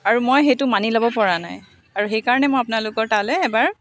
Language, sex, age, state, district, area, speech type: Assamese, female, 30-45, Assam, Dibrugarh, urban, spontaneous